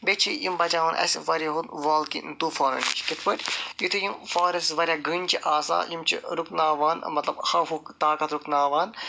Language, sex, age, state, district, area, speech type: Kashmiri, male, 45-60, Jammu and Kashmir, Budgam, urban, spontaneous